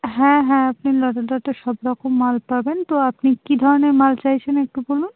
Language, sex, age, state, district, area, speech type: Bengali, female, 30-45, West Bengal, North 24 Parganas, rural, conversation